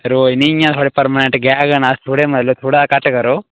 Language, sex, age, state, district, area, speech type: Dogri, male, 18-30, Jammu and Kashmir, Udhampur, rural, conversation